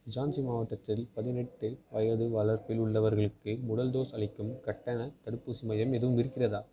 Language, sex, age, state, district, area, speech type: Tamil, male, 18-30, Tamil Nadu, Perambalur, rural, read